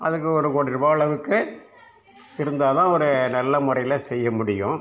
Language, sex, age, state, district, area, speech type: Tamil, male, 60+, Tamil Nadu, Cuddalore, rural, spontaneous